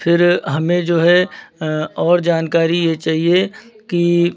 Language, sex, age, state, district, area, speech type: Hindi, male, 45-60, Uttar Pradesh, Hardoi, rural, spontaneous